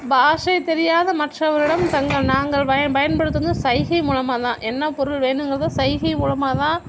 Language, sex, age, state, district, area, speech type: Tamil, female, 60+, Tamil Nadu, Mayiladuthurai, urban, spontaneous